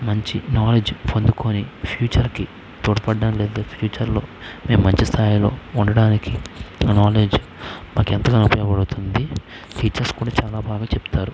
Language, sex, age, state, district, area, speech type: Telugu, male, 18-30, Andhra Pradesh, Krishna, rural, spontaneous